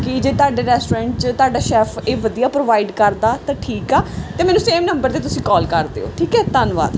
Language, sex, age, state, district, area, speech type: Punjabi, female, 18-30, Punjab, Pathankot, rural, spontaneous